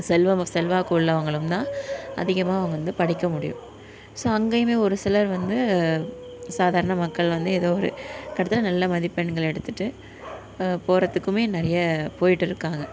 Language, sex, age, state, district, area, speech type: Tamil, female, 18-30, Tamil Nadu, Nagapattinam, rural, spontaneous